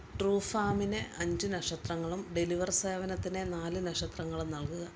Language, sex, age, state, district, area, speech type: Malayalam, female, 45-60, Kerala, Kottayam, rural, read